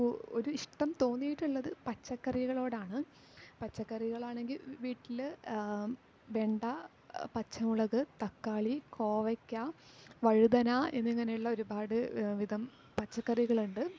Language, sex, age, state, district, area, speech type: Malayalam, female, 18-30, Kerala, Malappuram, rural, spontaneous